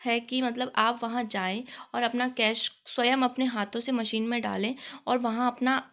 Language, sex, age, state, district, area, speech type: Hindi, female, 18-30, Madhya Pradesh, Gwalior, urban, spontaneous